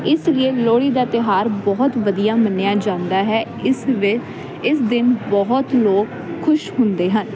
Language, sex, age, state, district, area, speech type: Punjabi, female, 18-30, Punjab, Jalandhar, urban, spontaneous